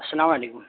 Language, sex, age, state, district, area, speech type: Urdu, male, 18-30, Bihar, Purnia, rural, conversation